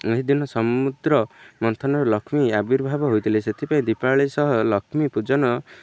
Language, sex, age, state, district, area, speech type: Odia, male, 18-30, Odisha, Jagatsinghpur, rural, spontaneous